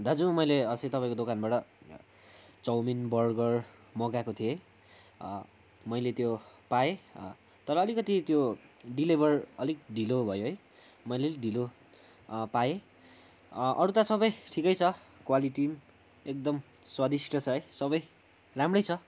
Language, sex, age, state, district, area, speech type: Nepali, male, 18-30, West Bengal, Kalimpong, rural, spontaneous